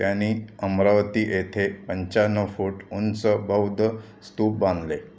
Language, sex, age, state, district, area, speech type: Marathi, male, 45-60, Maharashtra, Raigad, rural, read